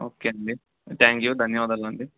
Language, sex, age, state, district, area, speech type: Telugu, male, 18-30, Andhra Pradesh, Nellore, rural, conversation